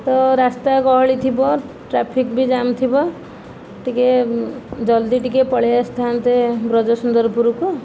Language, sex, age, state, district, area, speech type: Odia, female, 30-45, Odisha, Nayagarh, rural, spontaneous